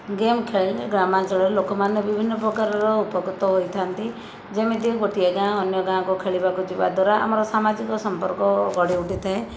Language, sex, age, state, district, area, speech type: Odia, female, 45-60, Odisha, Jajpur, rural, spontaneous